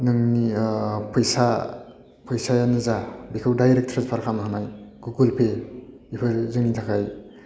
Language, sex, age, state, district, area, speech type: Bodo, male, 18-30, Assam, Udalguri, rural, spontaneous